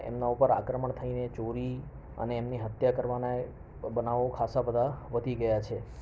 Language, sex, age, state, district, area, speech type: Gujarati, male, 45-60, Gujarat, Ahmedabad, urban, spontaneous